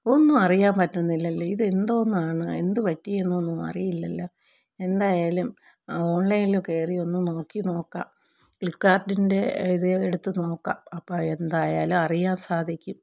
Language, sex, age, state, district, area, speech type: Malayalam, female, 45-60, Kerala, Thiruvananthapuram, rural, spontaneous